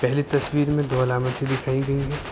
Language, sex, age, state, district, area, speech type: Urdu, male, 18-30, Uttar Pradesh, Muzaffarnagar, urban, spontaneous